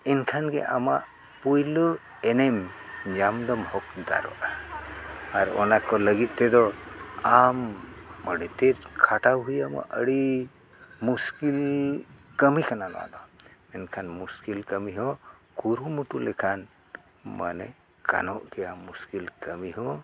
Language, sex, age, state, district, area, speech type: Santali, male, 60+, Odisha, Mayurbhanj, rural, spontaneous